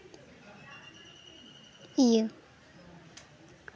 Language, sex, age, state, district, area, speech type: Santali, female, 18-30, West Bengal, Jhargram, rural, spontaneous